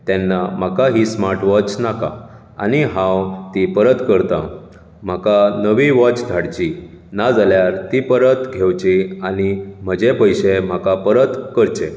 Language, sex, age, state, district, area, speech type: Goan Konkani, male, 30-45, Goa, Bardez, urban, spontaneous